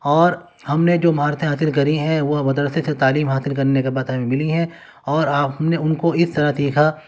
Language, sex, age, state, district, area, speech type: Urdu, male, 18-30, Delhi, Central Delhi, urban, spontaneous